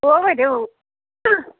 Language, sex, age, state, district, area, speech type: Assamese, female, 45-60, Assam, Barpeta, rural, conversation